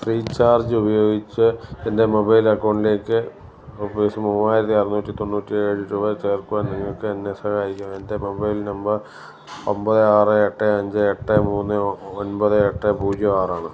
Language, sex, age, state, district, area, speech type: Malayalam, male, 45-60, Kerala, Alappuzha, rural, read